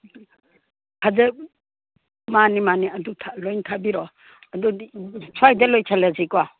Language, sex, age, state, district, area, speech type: Manipuri, female, 60+, Manipur, Imphal East, rural, conversation